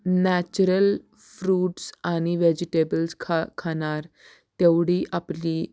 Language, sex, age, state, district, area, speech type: Marathi, female, 18-30, Maharashtra, Osmanabad, rural, spontaneous